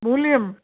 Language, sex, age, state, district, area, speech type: Sanskrit, female, 45-60, Andhra Pradesh, Krishna, urban, conversation